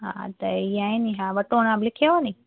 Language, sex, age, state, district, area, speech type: Sindhi, female, 18-30, Gujarat, Junagadh, rural, conversation